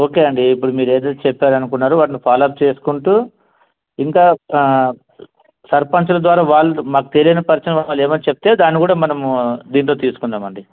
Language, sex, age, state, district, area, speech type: Telugu, male, 30-45, Andhra Pradesh, Kurnool, rural, conversation